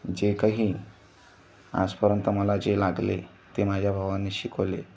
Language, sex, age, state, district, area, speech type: Marathi, male, 18-30, Maharashtra, Amravati, rural, spontaneous